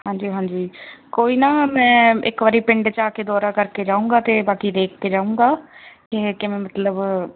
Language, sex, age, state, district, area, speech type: Punjabi, female, 18-30, Punjab, Muktsar, rural, conversation